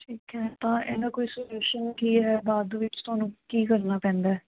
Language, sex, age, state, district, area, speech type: Punjabi, female, 18-30, Punjab, Mansa, urban, conversation